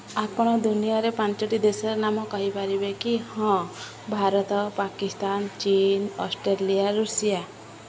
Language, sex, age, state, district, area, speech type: Odia, female, 30-45, Odisha, Sundergarh, urban, spontaneous